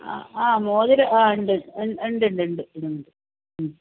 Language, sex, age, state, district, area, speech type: Malayalam, female, 45-60, Kerala, Wayanad, rural, conversation